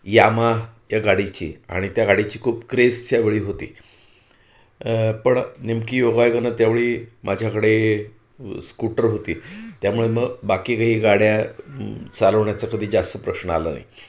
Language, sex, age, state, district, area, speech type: Marathi, male, 45-60, Maharashtra, Pune, urban, spontaneous